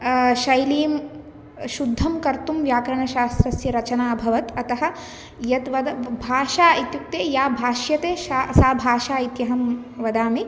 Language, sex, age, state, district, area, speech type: Sanskrit, female, 18-30, Telangana, Ranga Reddy, urban, spontaneous